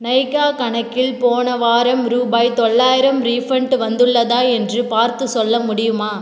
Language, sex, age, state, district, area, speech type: Tamil, female, 18-30, Tamil Nadu, Cuddalore, rural, read